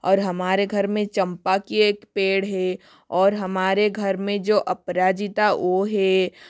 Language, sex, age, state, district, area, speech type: Hindi, female, 30-45, Rajasthan, Jodhpur, rural, spontaneous